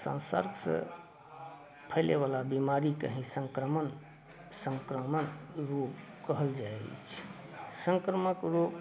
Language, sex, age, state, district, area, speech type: Maithili, male, 60+, Bihar, Saharsa, urban, spontaneous